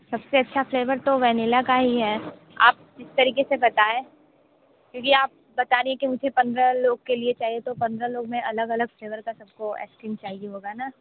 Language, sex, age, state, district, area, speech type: Hindi, female, 18-30, Uttar Pradesh, Sonbhadra, rural, conversation